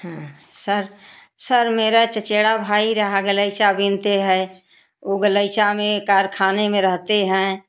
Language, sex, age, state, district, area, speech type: Hindi, female, 60+, Uttar Pradesh, Jaunpur, rural, spontaneous